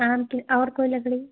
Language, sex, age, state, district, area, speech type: Hindi, female, 30-45, Uttar Pradesh, Hardoi, rural, conversation